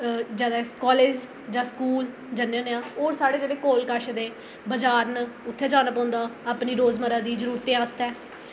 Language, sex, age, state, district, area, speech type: Dogri, female, 18-30, Jammu and Kashmir, Jammu, rural, spontaneous